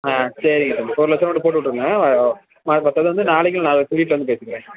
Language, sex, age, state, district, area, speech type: Tamil, male, 18-30, Tamil Nadu, Perambalur, rural, conversation